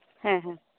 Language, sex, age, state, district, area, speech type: Santali, female, 18-30, West Bengal, Birbhum, rural, conversation